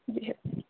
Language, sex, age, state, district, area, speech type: Kashmiri, female, 45-60, Jammu and Kashmir, Ganderbal, rural, conversation